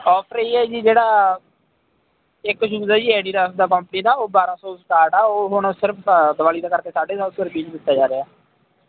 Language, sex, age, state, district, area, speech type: Punjabi, male, 18-30, Punjab, Muktsar, rural, conversation